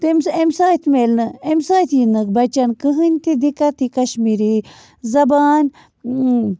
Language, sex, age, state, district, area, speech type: Kashmiri, female, 60+, Jammu and Kashmir, Budgam, rural, spontaneous